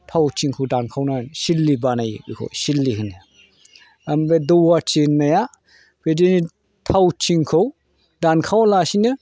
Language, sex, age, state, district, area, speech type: Bodo, male, 45-60, Assam, Chirang, rural, spontaneous